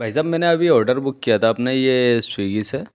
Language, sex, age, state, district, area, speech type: Hindi, male, 18-30, Madhya Pradesh, Bhopal, urban, spontaneous